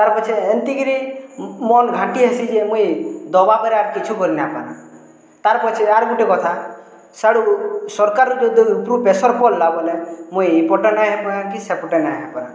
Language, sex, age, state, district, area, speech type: Odia, male, 30-45, Odisha, Boudh, rural, spontaneous